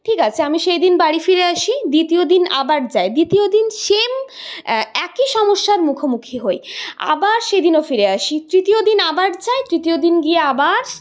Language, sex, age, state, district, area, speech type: Bengali, female, 30-45, West Bengal, Purulia, urban, spontaneous